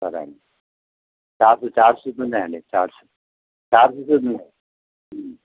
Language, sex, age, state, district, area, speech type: Telugu, male, 45-60, Telangana, Peddapalli, rural, conversation